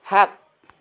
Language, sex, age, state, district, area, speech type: Assamese, female, 60+, Assam, Dhemaji, rural, read